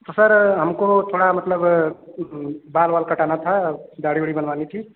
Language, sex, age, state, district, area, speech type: Hindi, male, 18-30, Uttar Pradesh, Azamgarh, rural, conversation